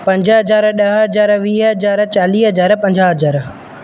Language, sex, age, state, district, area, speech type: Sindhi, male, 18-30, Madhya Pradesh, Katni, rural, spontaneous